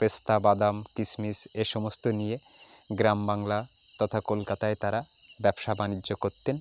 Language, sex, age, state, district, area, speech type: Bengali, male, 45-60, West Bengal, Jalpaiguri, rural, spontaneous